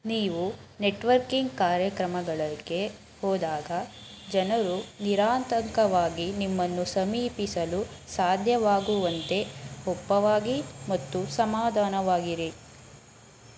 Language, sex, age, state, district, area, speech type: Kannada, female, 18-30, Karnataka, Chamarajanagar, rural, read